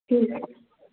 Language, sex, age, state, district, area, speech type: Dogri, female, 18-30, Jammu and Kashmir, Samba, urban, conversation